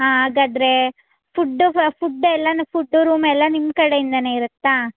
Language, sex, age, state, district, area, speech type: Kannada, female, 18-30, Karnataka, Chamarajanagar, urban, conversation